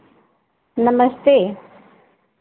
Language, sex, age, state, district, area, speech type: Hindi, female, 45-60, Uttar Pradesh, Ayodhya, rural, conversation